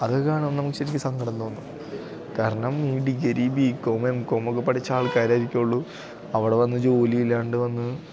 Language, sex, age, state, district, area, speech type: Malayalam, male, 18-30, Kerala, Idukki, rural, spontaneous